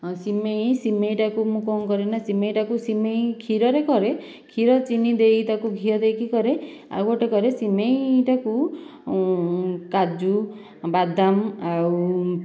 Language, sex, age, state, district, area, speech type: Odia, female, 60+, Odisha, Dhenkanal, rural, spontaneous